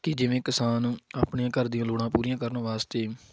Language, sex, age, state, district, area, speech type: Punjabi, male, 30-45, Punjab, Tarn Taran, rural, spontaneous